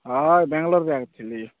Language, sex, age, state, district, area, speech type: Odia, male, 18-30, Odisha, Nabarangpur, urban, conversation